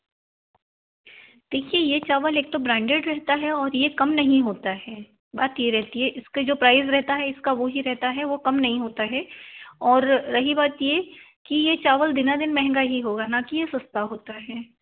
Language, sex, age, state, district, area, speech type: Hindi, female, 30-45, Madhya Pradesh, Betul, urban, conversation